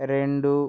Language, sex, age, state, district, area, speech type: Telugu, male, 18-30, Andhra Pradesh, Srikakulam, urban, read